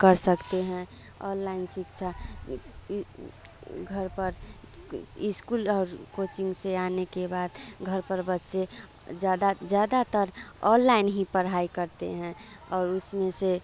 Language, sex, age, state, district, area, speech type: Hindi, female, 30-45, Bihar, Vaishali, urban, spontaneous